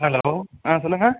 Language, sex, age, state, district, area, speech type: Tamil, male, 18-30, Tamil Nadu, Pudukkottai, rural, conversation